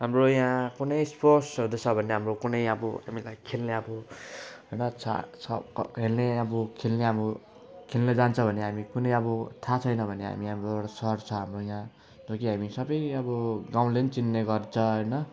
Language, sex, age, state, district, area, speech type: Nepali, male, 18-30, West Bengal, Jalpaiguri, rural, spontaneous